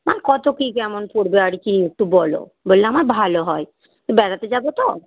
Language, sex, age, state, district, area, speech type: Bengali, female, 45-60, West Bengal, Hooghly, rural, conversation